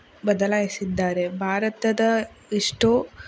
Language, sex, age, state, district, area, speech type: Kannada, female, 45-60, Karnataka, Chikkaballapur, rural, spontaneous